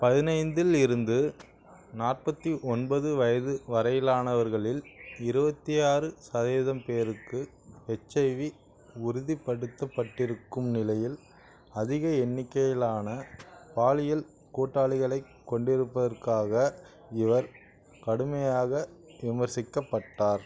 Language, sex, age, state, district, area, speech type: Tamil, male, 30-45, Tamil Nadu, Nagapattinam, rural, read